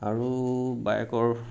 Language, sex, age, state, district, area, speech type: Assamese, male, 18-30, Assam, Sivasagar, rural, spontaneous